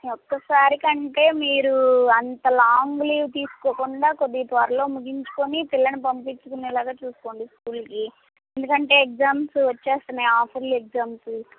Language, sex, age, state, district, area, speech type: Telugu, female, 18-30, Andhra Pradesh, Guntur, urban, conversation